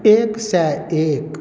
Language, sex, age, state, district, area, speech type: Maithili, male, 45-60, Bihar, Madhubani, urban, spontaneous